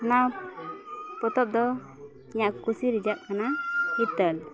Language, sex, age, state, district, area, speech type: Santali, female, 30-45, Jharkhand, East Singhbhum, rural, spontaneous